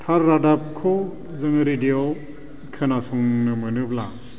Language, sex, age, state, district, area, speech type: Bodo, male, 45-60, Assam, Baksa, urban, spontaneous